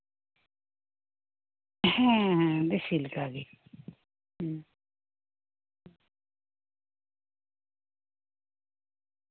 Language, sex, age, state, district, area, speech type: Santali, female, 45-60, West Bengal, Birbhum, rural, conversation